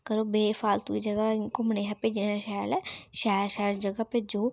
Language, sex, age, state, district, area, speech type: Dogri, female, 18-30, Jammu and Kashmir, Udhampur, rural, spontaneous